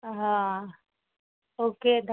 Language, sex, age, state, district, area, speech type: Urdu, female, 18-30, Bihar, Saharsa, rural, conversation